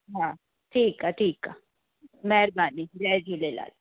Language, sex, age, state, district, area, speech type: Sindhi, female, 45-60, Delhi, South Delhi, urban, conversation